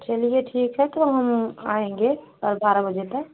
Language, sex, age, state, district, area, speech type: Hindi, female, 30-45, Uttar Pradesh, Prayagraj, rural, conversation